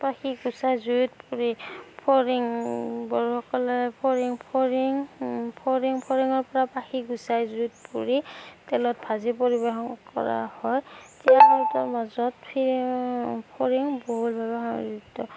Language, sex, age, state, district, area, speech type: Assamese, female, 18-30, Assam, Darrang, rural, spontaneous